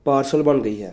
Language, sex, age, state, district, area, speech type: Punjabi, male, 18-30, Punjab, Jalandhar, urban, spontaneous